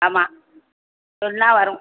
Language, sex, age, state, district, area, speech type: Tamil, female, 60+, Tamil Nadu, Thoothukudi, rural, conversation